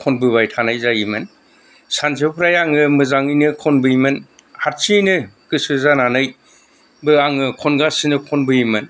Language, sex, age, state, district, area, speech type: Bodo, male, 60+, Assam, Kokrajhar, rural, spontaneous